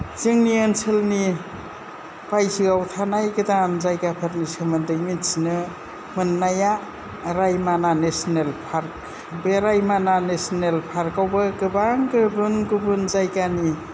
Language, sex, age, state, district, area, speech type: Bodo, female, 60+, Assam, Kokrajhar, rural, spontaneous